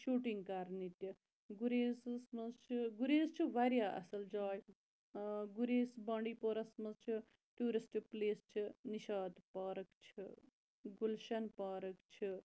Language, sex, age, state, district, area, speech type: Kashmiri, female, 30-45, Jammu and Kashmir, Bandipora, rural, spontaneous